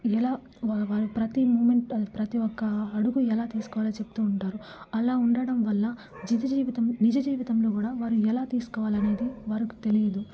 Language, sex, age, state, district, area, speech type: Telugu, female, 18-30, Andhra Pradesh, Nellore, rural, spontaneous